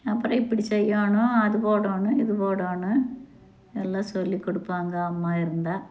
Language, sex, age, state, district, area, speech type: Tamil, female, 60+, Tamil Nadu, Tiruppur, rural, spontaneous